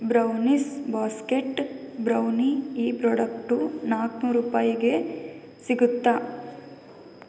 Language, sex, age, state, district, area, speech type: Kannada, female, 18-30, Karnataka, Tumkur, rural, read